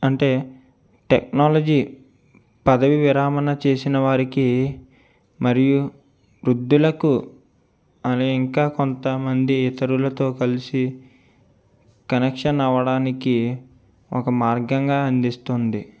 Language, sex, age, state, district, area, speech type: Telugu, male, 18-30, Andhra Pradesh, East Godavari, urban, spontaneous